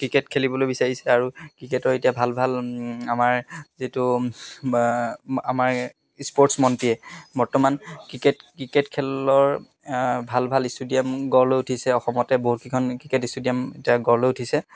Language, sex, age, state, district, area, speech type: Assamese, male, 30-45, Assam, Charaideo, rural, spontaneous